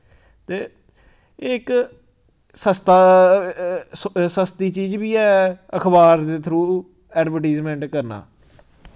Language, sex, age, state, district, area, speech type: Dogri, male, 18-30, Jammu and Kashmir, Samba, rural, spontaneous